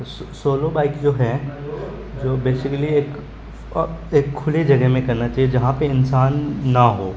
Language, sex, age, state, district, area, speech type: Urdu, male, 30-45, Bihar, Supaul, urban, spontaneous